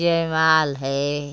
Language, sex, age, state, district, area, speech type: Hindi, female, 60+, Uttar Pradesh, Ghazipur, rural, spontaneous